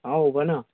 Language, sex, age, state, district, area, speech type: Nepali, male, 18-30, West Bengal, Jalpaiguri, rural, conversation